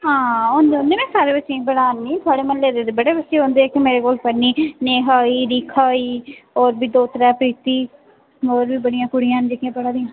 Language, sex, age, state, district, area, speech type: Dogri, female, 18-30, Jammu and Kashmir, Udhampur, rural, conversation